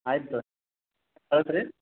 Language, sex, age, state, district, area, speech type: Kannada, male, 45-60, Karnataka, Gulbarga, urban, conversation